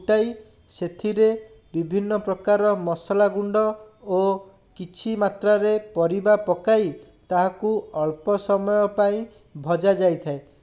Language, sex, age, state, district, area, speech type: Odia, male, 60+, Odisha, Bhadrak, rural, spontaneous